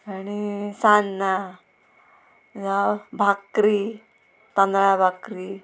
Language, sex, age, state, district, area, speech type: Goan Konkani, female, 30-45, Goa, Murmgao, rural, spontaneous